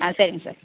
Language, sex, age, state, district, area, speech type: Tamil, female, 60+, Tamil Nadu, Tenkasi, urban, conversation